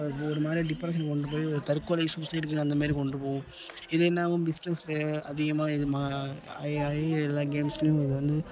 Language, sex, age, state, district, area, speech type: Tamil, male, 18-30, Tamil Nadu, Thanjavur, urban, spontaneous